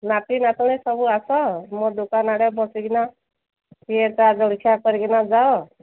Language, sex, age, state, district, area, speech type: Odia, female, 60+, Odisha, Angul, rural, conversation